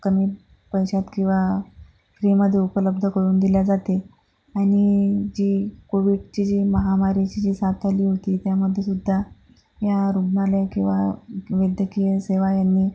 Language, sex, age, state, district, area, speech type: Marathi, female, 45-60, Maharashtra, Akola, urban, spontaneous